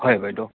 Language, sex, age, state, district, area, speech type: Assamese, male, 18-30, Assam, Goalpara, rural, conversation